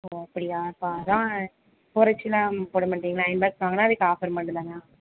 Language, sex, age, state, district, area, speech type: Tamil, female, 18-30, Tamil Nadu, Tiruvarur, rural, conversation